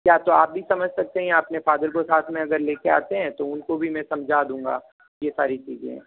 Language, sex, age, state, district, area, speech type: Hindi, male, 60+, Rajasthan, Jodhpur, rural, conversation